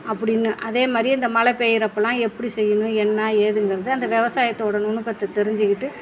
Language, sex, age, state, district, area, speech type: Tamil, female, 45-60, Tamil Nadu, Perambalur, rural, spontaneous